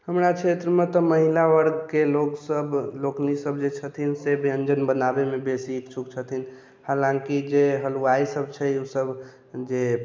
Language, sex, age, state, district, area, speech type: Maithili, male, 45-60, Bihar, Sitamarhi, rural, spontaneous